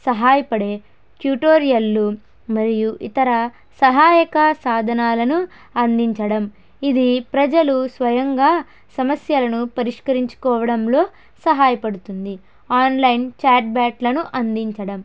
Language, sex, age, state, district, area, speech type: Telugu, female, 30-45, Andhra Pradesh, Konaseema, rural, spontaneous